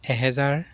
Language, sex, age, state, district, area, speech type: Assamese, male, 18-30, Assam, Dibrugarh, rural, spontaneous